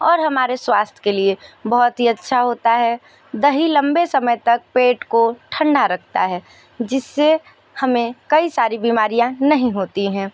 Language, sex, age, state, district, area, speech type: Hindi, female, 45-60, Uttar Pradesh, Sonbhadra, rural, spontaneous